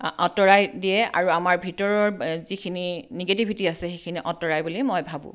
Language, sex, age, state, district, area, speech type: Assamese, female, 45-60, Assam, Tinsukia, urban, spontaneous